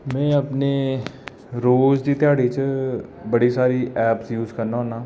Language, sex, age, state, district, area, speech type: Dogri, male, 18-30, Jammu and Kashmir, Jammu, rural, spontaneous